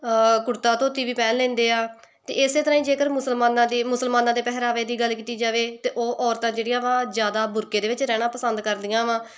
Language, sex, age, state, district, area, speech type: Punjabi, female, 18-30, Punjab, Tarn Taran, rural, spontaneous